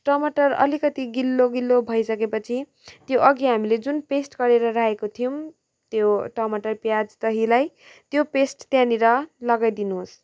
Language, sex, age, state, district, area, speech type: Nepali, female, 18-30, West Bengal, Kalimpong, rural, spontaneous